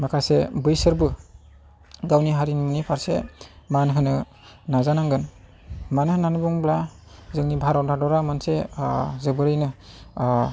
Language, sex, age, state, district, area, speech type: Bodo, male, 30-45, Assam, Chirang, urban, spontaneous